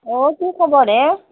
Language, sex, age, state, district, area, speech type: Assamese, female, 30-45, Assam, Nalbari, rural, conversation